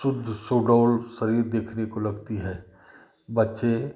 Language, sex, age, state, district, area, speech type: Hindi, male, 60+, Uttar Pradesh, Chandauli, urban, spontaneous